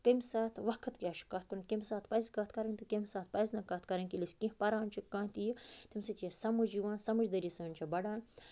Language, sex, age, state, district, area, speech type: Kashmiri, male, 45-60, Jammu and Kashmir, Budgam, rural, spontaneous